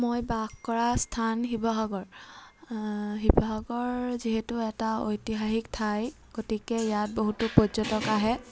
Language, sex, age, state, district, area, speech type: Assamese, female, 18-30, Assam, Sivasagar, rural, spontaneous